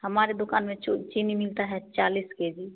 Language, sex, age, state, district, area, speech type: Hindi, female, 30-45, Bihar, Samastipur, rural, conversation